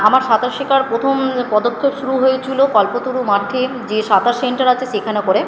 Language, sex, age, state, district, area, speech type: Bengali, female, 30-45, West Bengal, Purba Bardhaman, urban, spontaneous